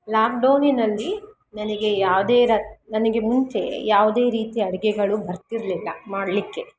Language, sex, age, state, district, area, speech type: Kannada, female, 18-30, Karnataka, Kolar, rural, spontaneous